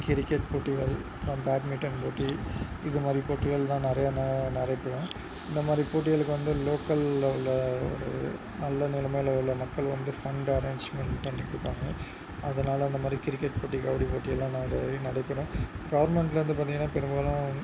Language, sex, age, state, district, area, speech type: Tamil, male, 30-45, Tamil Nadu, Sivaganga, rural, spontaneous